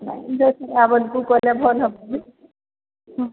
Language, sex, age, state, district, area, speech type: Odia, female, 45-60, Odisha, Sambalpur, rural, conversation